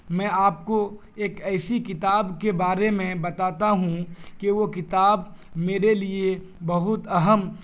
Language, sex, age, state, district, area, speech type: Urdu, male, 18-30, Bihar, Purnia, rural, spontaneous